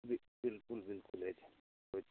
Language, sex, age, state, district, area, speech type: Hindi, male, 18-30, Rajasthan, Nagaur, rural, conversation